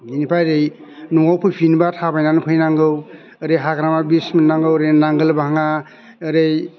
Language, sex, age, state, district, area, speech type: Bodo, male, 45-60, Assam, Chirang, rural, spontaneous